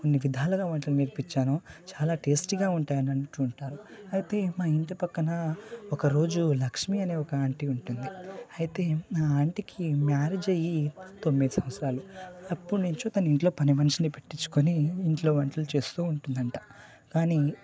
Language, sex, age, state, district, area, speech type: Telugu, male, 18-30, Telangana, Nalgonda, rural, spontaneous